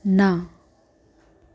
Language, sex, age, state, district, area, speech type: Gujarati, female, 18-30, Gujarat, Anand, urban, read